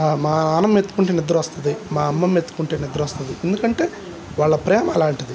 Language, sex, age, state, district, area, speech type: Telugu, male, 60+, Andhra Pradesh, Guntur, urban, spontaneous